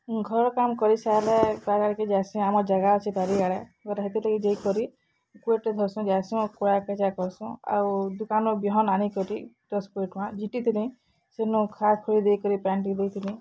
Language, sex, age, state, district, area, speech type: Odia, female, 45-60, Odisha, Bargarh, urban, spontaneous